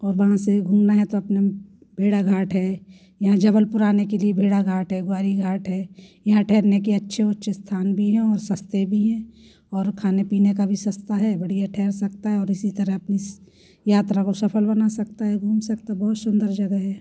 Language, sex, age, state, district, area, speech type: Hindi, female, 45-60, Madhya Pradesh, Jabalpur, urban, spontaneous